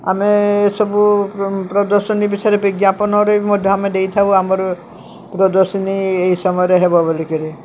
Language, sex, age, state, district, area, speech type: Odia, female, 60+, Odisha, Sundergarh, urban, spontaneous